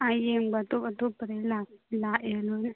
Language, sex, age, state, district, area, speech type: Manipuri, female, 18-30, Manipur, Churachandpur, urban, conversation